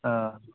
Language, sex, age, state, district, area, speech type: Urdu, male, 30-45, Bihar, Purnia, rural, conversation